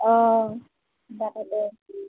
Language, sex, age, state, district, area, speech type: Assamese, female, 45-60, Assam, Nalbari, rural, conversation